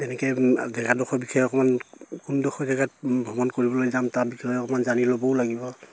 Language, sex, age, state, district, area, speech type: Assamese, male, 60+, Assam, Dibrugarh, rural, spontaneous